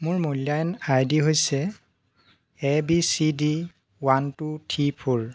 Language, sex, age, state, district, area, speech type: Assamese, male, 30-45, Assam, Jorhat, urban, spontaneous